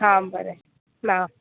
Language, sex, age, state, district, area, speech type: Goan Konkani, female, 30-45, Goa, Tiswadi, rural, conversation